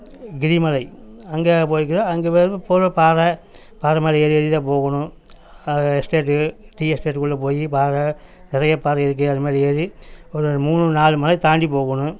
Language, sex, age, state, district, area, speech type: Tamil, male, 45-60, Tamil Nadu, Coimbatore, rural, spontaneous